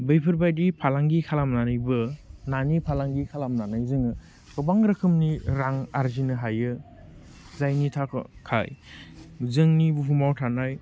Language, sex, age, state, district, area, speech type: Bodo, male, 30-45, Assam, Baksa, urban, spontaneous